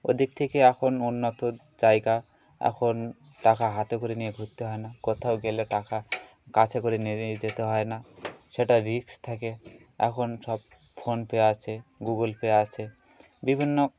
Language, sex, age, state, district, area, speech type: Bengali, male, 30-45, West Bengal, Birbhum, urban, spontaneous